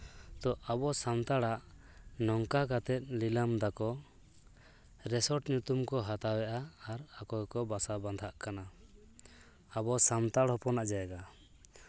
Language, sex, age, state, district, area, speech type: Santali, male, 30-45, West Bengal, Purulia, rural, spontaneous